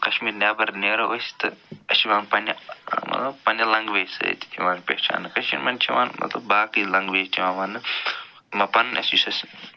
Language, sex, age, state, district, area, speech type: Kashmiri, male, 45-60, Jammu and Kashmir, Budgam, urban, spontaneous